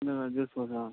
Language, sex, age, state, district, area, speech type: Tamil, male, 18-30, Tamil Nadu, Ranipet, rural, conversation